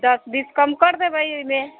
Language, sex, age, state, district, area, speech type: Maithili, female, 45-60, Bihar, Sitamarhi, rural, conversation